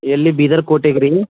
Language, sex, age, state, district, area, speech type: Kannada, male, 18-30, Karnataka, Bidar, urban, conversation